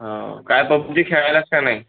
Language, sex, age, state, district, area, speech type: Marathi, male, 18-30, Maharashtra, Hingoli, urban, conversation